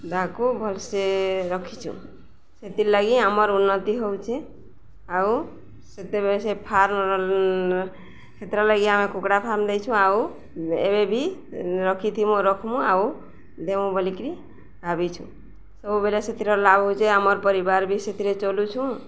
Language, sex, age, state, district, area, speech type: Odia, female, 45-60, Odisha, Balangir, urban, spontaneous